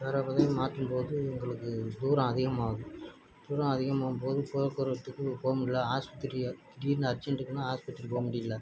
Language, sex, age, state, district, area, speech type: Tamil, male, 60+, Tamil Nadu, Nagapattinam, rural, spontaneous